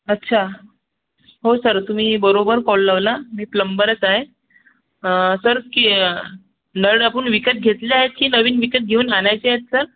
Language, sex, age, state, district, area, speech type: Marathi, male, 18-30, Maharashtra, Nagpur, urban, conversation